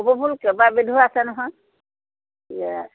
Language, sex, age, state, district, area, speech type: Assamese, female, 60+, Assam, Dhemaji, rural, conversation